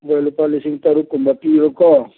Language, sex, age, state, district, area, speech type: Manipuri, male, 45-60, Manipur, Churachandpur, urban, conversation